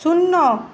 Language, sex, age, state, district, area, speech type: Bengali, female, 30-45, West Bengal, Paschim Medinipur, rural, read